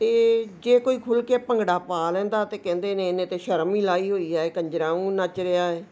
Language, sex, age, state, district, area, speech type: Punjabi, female, 60+, Punjab, Ludhiana, urban, spontaneous